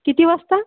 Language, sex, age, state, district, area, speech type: Marathi, female, 30-45, Maharashtra, Akola, urban, conversation